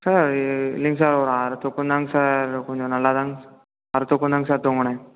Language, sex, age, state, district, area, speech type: Tamil, male, 18-30, Tamil Nadu, Tiruppur, rural, conversation